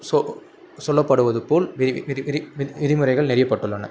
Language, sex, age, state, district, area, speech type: Tamil, male, 18-30, Tamil Nadu, Madurai, urban, spontaneous